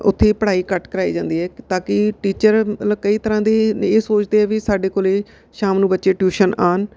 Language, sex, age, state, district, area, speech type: Punjabi, female, 45-60, Punjab, Bathinda, urban, spontaneous